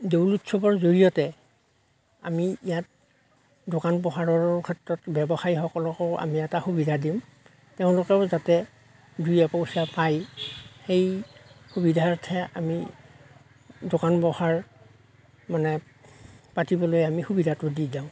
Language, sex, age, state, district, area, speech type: Assamese, male, 45-60, Assam, Darrang, rural, spontaneous